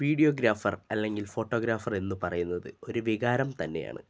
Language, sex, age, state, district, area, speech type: Malayalam, male, 45-60, Kerala, Wayanad, rural, spontaneous